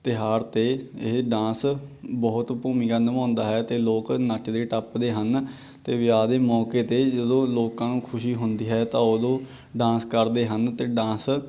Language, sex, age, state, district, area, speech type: Punjabi, male, 18-30, Punjab, Patiala, rural, spontaneous